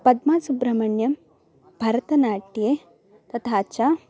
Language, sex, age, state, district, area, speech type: Sanskrit, female, 18-30, Kerala, Kasaragod, rural, spontaneous